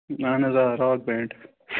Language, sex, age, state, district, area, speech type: Kashmiri, male, 30-45, Jammu and Kashmir, Srinagar, urban, conversation